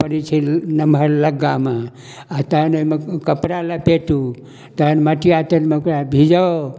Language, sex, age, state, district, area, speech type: Maithili, male, 60+, Bihar, Darbhanga, rural, spontaneous